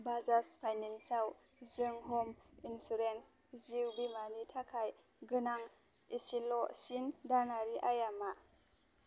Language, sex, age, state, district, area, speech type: Bodo, female, 18-30, Assam, Baksa, rural, read